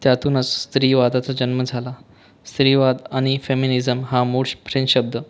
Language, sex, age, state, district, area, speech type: Marathi, male, 18-30, Maharashtra, Buldhana, rural, spontaneous